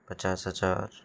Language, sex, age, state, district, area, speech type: Hindi, male, 18-30, Madhya Pradesh, Balaghat, rural, spontaneous